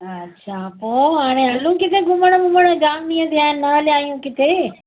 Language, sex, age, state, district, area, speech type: Sindhi, female, 45-60, Maharashtra, Mumbai Suburban, urban, conversation